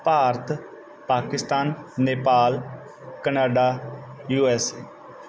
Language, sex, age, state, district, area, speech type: Punjabi, male, 18-30, Punjab, Bathinda, rural, spontaneous